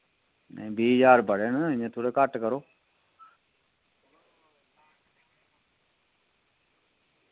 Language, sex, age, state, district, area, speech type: Dogri, male, 45-60, Jammu and Kashmir, Reasi, rural, conversation